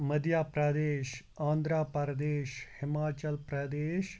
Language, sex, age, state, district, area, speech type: Kashmiri, male, 30-45, Jammu and Kashmir, Ganderbal, rural, spontaneous